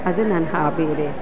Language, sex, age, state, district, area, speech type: Kannada, female, 45-60, Karnataka, Bellary, urban, spontaneous